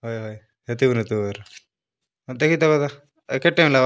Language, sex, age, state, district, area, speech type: Odia, male, 18-30, Odisha, Kalahandi, rural, spontaneous